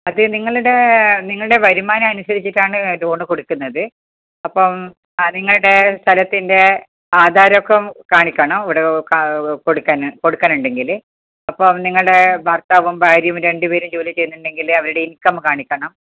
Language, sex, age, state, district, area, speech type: Malayalam, female, 60+, Kerala, Kasaragod, urban, conversation